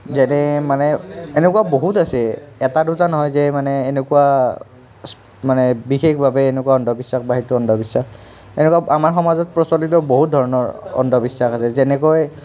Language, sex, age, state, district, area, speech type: Assamese, male, 30-45, Assam, Nalbari, urban, spontaneous